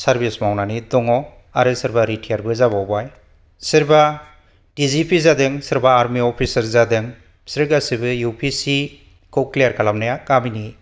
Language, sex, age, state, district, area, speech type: Bodo, male, 45-60, Assam, Kokrajhar, rural, spontaneous